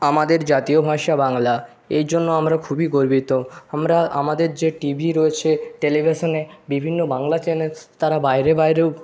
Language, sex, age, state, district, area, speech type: Bengali, male, 45-60, West Bengal, Jhargram, rural, spontaneous